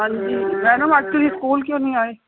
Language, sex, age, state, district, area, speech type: Punjabi, female, 30-45, Punjab, Fazilka, rural, conversation